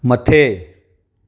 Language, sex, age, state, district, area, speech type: Sindhi, male, 45-60, Maharashtra, Thane, urban, read